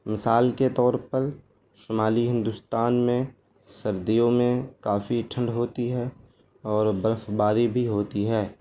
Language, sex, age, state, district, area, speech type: Urdu, male, 18-30, Delhi, New Delhi, rural, spontaneous